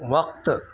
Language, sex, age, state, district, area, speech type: Urdu, male, 45-60, Telangana, Hyderabad, urban, read